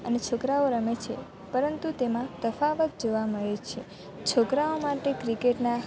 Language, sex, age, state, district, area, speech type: Gujarati, female, 18-30, Gujarat, Valsad, rural, spontaneous